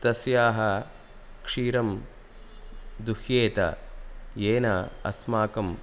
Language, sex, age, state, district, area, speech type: Sanskrit, male, 30-45, Karnataka, Udupi, rural, spontaneous